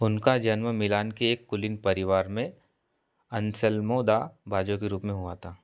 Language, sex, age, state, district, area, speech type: Hindi, male, 30-45, Madhya Pradesh, Seoni, rural, read